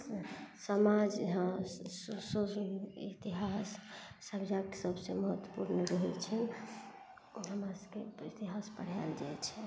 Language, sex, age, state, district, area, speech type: Maithili, female, 30-45, Bihar, Madhubani, rural, spontaneous